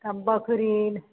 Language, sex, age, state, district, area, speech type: Maithili, female, 45-60, Bihar, Madhepura, rural, conversation